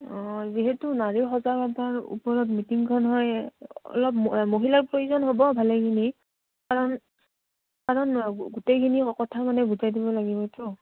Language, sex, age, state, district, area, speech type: Assamese, female, 18-30, Assam, Udalguri, rural, conversation